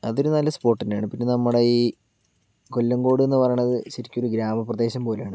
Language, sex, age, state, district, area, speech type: Malayalam, male, 18-30, Kerala, Palakkad, rural, spontaneous